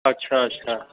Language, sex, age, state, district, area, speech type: Sindhi, male, 45-60, Uttar Pradesh, Lucknow, rural, conversation